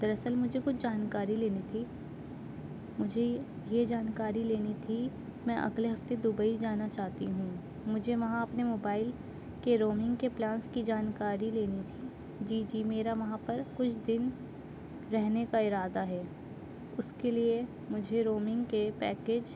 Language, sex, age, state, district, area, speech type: Urdu, female, 18-30, Delhi, North East Delhi, urban, spontaneous